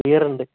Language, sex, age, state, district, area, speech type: Malayalam, male, 18-30, Kerala, Kozhikode, rural, conversation